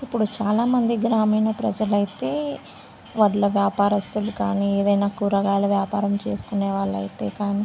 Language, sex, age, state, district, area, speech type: Telugu, female, 18-30, Telangana, Karimnagar, rural, spontaneous